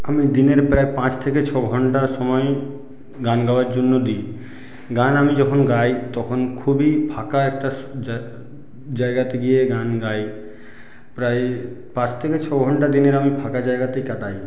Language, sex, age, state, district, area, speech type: Bengali, male, 45-60, West Bengal, Purulia, urban, spontaneous